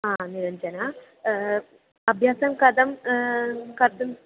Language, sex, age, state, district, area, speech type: Sanskrit, female, 18-30, Kerala, Kozhikode, rural, conversation